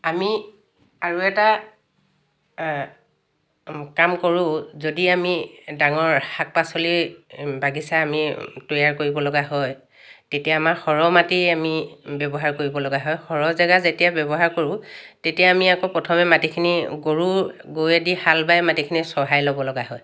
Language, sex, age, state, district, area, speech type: Assamese, female, 60+, Assam, Lakhimpur, urban, spontaneous